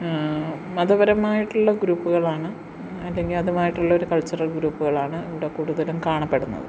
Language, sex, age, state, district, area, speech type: Malayalam, female, 60+, Kerala, Kottayam, rural, spontaneous